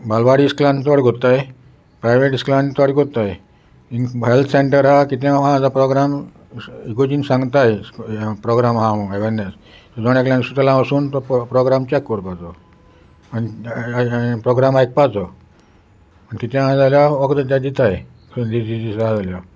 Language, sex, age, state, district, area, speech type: Goan Konkani, male, 60+, Goa, Salcete, rural, spontaneous